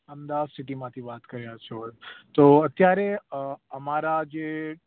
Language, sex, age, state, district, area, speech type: Gujarati, male, 18-30, Gujarat, Ahmedabad, urban, conversation